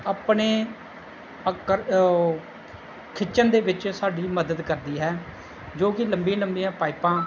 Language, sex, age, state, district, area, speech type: Punjabi, male, 30-45, Punjab, Pathankot, rural, spontaneous